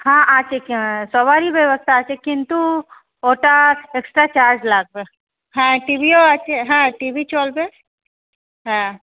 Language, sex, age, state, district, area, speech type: Bengali, female, 30-45, West Bengal, Hooghly, urban, conversation